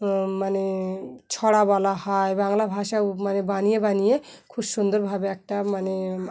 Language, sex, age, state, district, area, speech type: Bengali, female, 30-45, West Bengal, Dakshin Dinajpur, urban, spontaneous